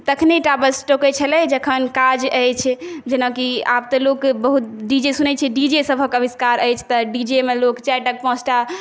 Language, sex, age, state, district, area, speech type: Maithili, other, 18-30, Bihar, Saharsa, rural, spontaneous